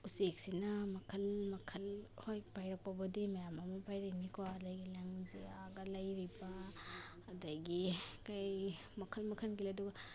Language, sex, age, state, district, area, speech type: Manipuri, female, 30-45, Manipur, Imphal East, rural, spontaneous